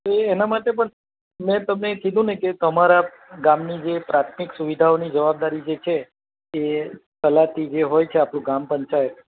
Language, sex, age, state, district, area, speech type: Gujarati, male, 30-45, Gujarat, Narmada, rural, conversation